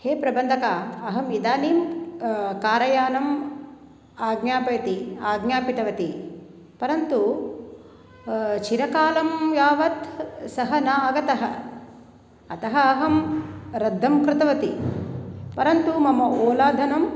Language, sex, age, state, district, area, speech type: Sanskrit, female, 60+, Tamil Nadu, Thanjavur, urban, spontaneous